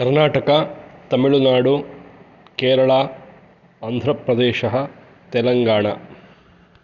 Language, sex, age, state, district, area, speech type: Sanskrit, male, 30-45, Karnataka, Shimoga, rural, spontaneous